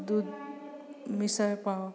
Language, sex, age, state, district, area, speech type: Sanskrit, female, 45-60, Maharashtra, Nagpur, urban, spontaneous